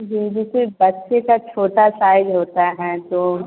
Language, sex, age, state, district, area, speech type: Hindi, female, 18-30, Bihar, Begusarai, rural, conversation